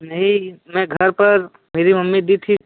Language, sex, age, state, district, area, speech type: Hindi, male, 18-30, Uttar Pradesh, Sonbhadra, rural, conversation